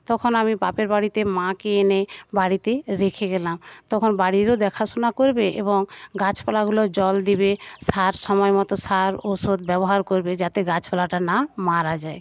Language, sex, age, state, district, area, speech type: Bengali, female, 45-60, West Bengal, Paschim Medinipur, rural, spontaneous